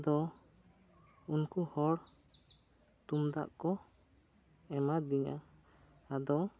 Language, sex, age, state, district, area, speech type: Santali, male, 18-30, West Bengal, Bankura, rural, spontaneous